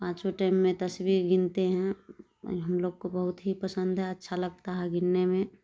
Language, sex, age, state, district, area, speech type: Urdu, female, 30-45, Bihar, Darbhanga, rural, spontaneous